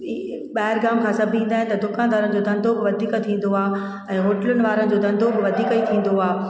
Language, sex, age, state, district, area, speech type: Sindhi, female, 45-60, Gujarat, Junagadh, urban, spontaneous